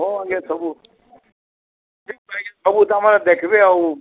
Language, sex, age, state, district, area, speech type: Odia, male, 60+, Odisha, Bargarh, urban, conversation